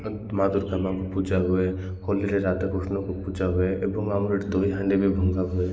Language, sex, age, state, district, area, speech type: Odia, male, 30-45, Odisha, Koraput, urban, spontaneous